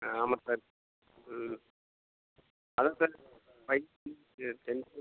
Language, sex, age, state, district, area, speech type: Tamil, male, 30-45, Tamil Nadu, Tiruchirappalli, rural, conversation